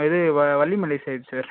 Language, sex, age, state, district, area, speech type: Tamil, male, 18-30, Tamil Nadu, Vellore, rural, conversation